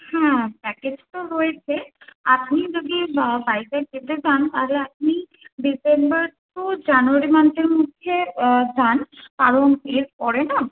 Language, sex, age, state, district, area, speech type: Bengali, female, 18-30, West Bengal, Kolkata, urban, conversation